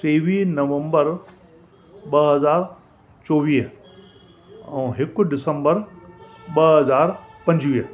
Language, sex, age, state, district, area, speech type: Sindhi, male, 60+, Delhi, South Delhi, urban, spontaneous